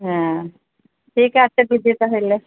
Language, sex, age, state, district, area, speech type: Bengali, female, 30-45, West Bengal, Murshidabad, rural, conversation